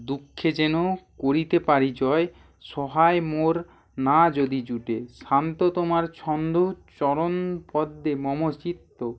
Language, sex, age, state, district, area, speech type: Bengali, male, 18-30, West Bengal, Hooghly, urban, spontaneous